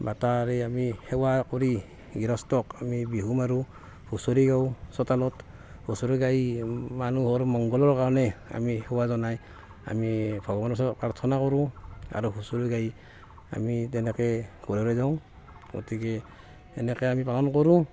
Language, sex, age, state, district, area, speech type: Assamese, male, 45-60, Assam, Barpeta, rural, spontaneous